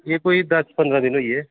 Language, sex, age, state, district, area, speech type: Dogri, male, 30-45, Jammu and Kashmir, Reasi, urban, conversation